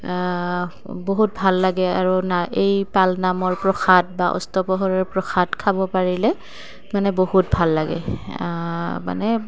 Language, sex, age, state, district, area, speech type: Assamese, female, 30-45, Assam, Goalpara, urban, spontaneous